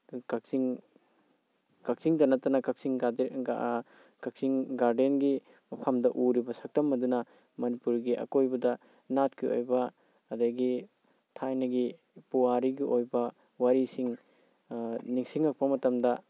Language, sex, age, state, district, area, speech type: Manipuri, male, 30-45, Manipur, Kakching, rural, spontaneous